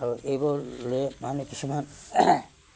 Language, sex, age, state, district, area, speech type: Assamese, male, 60+, Assam, Udalguri, rural, spontaneous